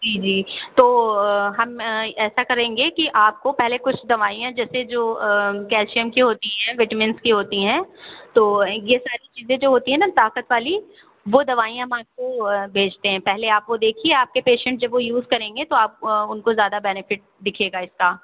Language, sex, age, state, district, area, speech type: Hindi, female, 30-45, Uttar Pradesh, Sitapur, rural, conversation